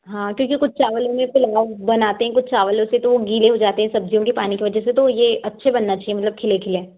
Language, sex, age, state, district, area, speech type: Hindi, male, 30-45, Madhya Pradesh, Balaghat, rural, conversation